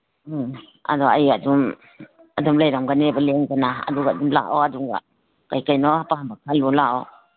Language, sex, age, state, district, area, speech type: Manipuri, female, 60+, Manipur, Imphal East, urban, conversation